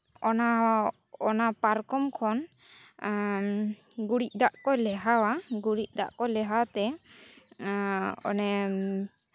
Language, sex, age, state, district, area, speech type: Santali, female, 18-30, West Bengal, Jhargram, rural, spontaneous